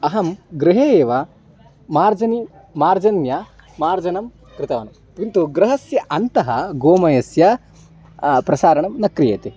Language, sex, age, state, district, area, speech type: Sanskrit, male, 18-30, Karnataka, Chitradurga, rural, spontaneous